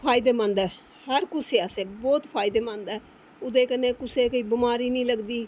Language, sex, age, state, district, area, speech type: Dogri, female, 45-60, Jammu and Kashmir, Jammu, urban, spontaneous